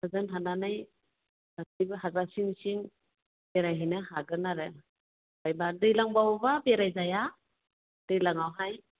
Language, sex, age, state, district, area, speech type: Bodo, female, 45-60, Assam, Chirang, rural, conversation